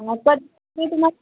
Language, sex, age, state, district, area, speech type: Marathi, female, 30-45, Maharashtra, Thane, urban, conversation